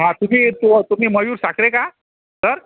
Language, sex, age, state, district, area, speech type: Marathi, male, 30-45, Maharashtra, Wardha, urban, conversation